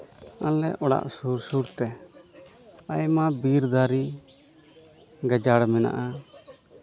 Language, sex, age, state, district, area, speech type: Santali, male, 30-45, West Bengal, Malda, rural, spontaneous